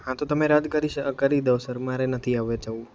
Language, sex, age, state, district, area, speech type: Gujarati, male, 18-30, Gujarat, Valsad, urban, spontaneous